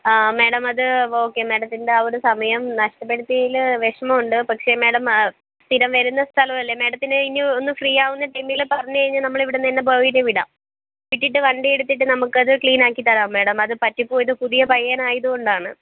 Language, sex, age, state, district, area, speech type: Malayalam, female, 18-30, Kerala, Thiruvananthapuram, rural, conversation